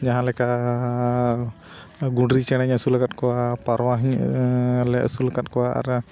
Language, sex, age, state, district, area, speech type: Santali, male, 30-45, Jharkhand, Bokaro, rural, spontaneous